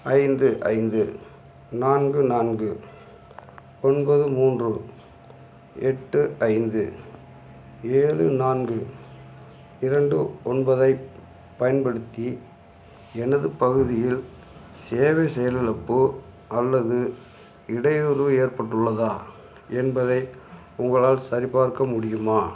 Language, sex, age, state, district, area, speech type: Tamil, male, 45-60, Tamil Nadu, Madurai, rural, read